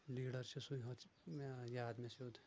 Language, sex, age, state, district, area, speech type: Kashmiri, male, 18-30, Jammu and Kashmir, Shopian, rural, spontaneous